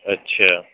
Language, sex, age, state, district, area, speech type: Urdu, male, 45-60, Uttar Pradesh, Gautam Buddha Nagar, rural, conversation